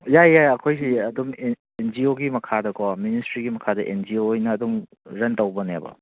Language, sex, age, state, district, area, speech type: Manipuri, male, 30-45, Manipur, Kakching, rural, conversation